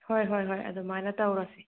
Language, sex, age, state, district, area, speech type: Manipuri, female, 45-60, Manipur, Churachandpur, rural, conversation